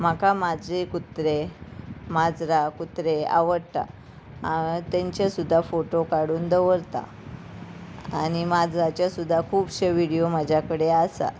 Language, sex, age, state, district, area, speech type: Goan Konkani, female, 30-45, Goa, Ponda, rural, spontaneous